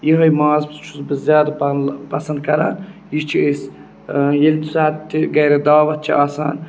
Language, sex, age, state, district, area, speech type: Kashmiri, male, 18-30, Jammu and Kashmir, Budgam, rural, spontaneous